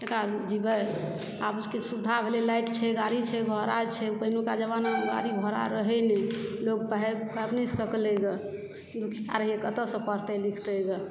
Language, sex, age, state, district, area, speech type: Maithili, female, 60+, Bihar, Supaul, urban, spontaneous